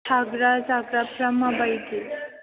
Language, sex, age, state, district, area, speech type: Bodo, female, 18-30, Assam, Chirang, urban, conversation